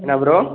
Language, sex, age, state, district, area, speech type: Tamil, male, 18-30, Tamil Nadu, Perambalur, rural, conversation